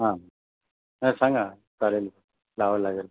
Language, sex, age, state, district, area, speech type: Marathi, male, 45-60, Maharashtra, Thane, rural, conversation